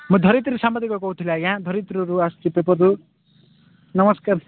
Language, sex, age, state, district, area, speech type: Odia, male, 45-60, Odisha, Nabarangpur, rural, conversation